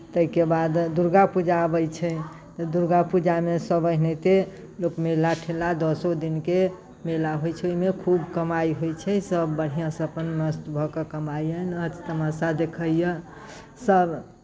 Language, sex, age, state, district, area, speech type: Maithili, female, 45-60, Bihar, Muzaffarpur, rural, spontaneous